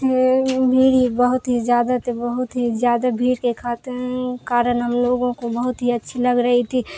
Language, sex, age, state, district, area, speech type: Urdu, female, 18-30, Bihar, Supaul, urban, spontaneous